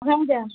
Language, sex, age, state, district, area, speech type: Odia, female, 60+, Odisha, Angul, rural, conversation